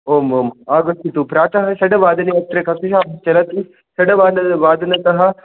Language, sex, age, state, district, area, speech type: Sanskrit, male, 18-30, Rajasthan, Jodhpur, rural, conversation